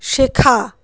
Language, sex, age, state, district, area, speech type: Bengali, female, 60+, West Bengal, Paschim Bardhaman, urban, read